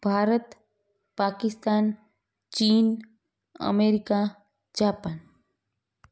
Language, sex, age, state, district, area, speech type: Sindhi, female, 30-45, Gujarat, Junagadh, rural, spontaneous